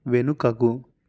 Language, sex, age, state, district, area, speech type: Telugu, male, 18-30, Telangana, Sangareddy, urban, read